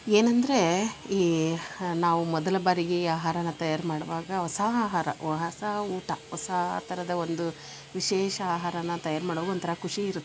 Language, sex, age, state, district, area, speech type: Kannada, female, 30-45, Karnataka, Koppal, rural, spontaneous